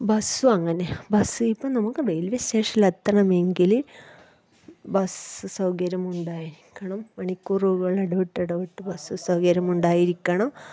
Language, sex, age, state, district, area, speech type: Malayalam, female, 30-45, Kerala, Kasaragod, rural, spontaneous